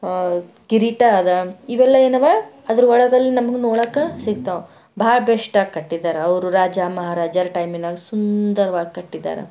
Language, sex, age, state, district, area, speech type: Kannada, female, 45-60, Karnataka, Bidar, urban, spontaneous